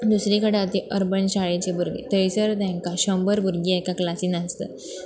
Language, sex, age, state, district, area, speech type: Goan Konkani, female, 18-30, Goa, Pernem, rural, spontaneous